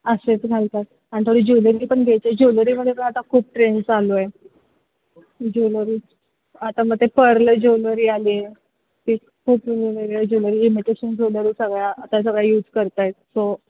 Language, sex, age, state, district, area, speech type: Marathi, female, 18-30, Maharashtra, Sangli, rural, conversation